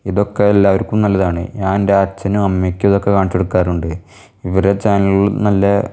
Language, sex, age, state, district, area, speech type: Malayalam, male, 18-30, Kerala, Thrissur, rural, spontaneous